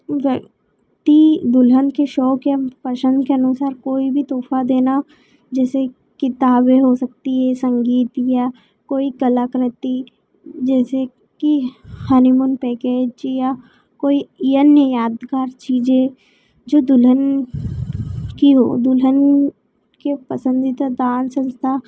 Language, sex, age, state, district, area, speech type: Hindi, female, 30-45, Madhya Pradesh, Ujjain, urban, spontaneous